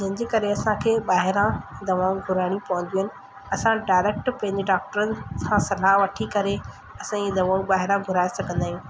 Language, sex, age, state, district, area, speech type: Sindhi, male, 45-60, Madhya Pradesh, Katni, urban, spontaneous